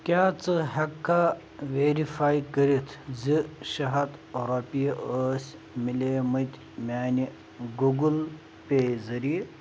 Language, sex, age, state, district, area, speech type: Kashmiri, male, 30-45, Jammu and Kashmir, Bandipora, rural, read